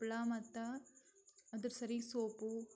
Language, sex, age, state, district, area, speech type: Kannada, female, 18-30, Karnataka, Bidar, rural, spontaneous